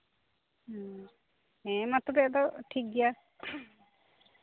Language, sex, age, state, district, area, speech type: Santali, female, 30-45, Jharkhand, Pakur, rural, conversation